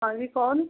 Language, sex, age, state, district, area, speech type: Hindi, female, 18-30, Rajasthan, Karauli, rural, conversation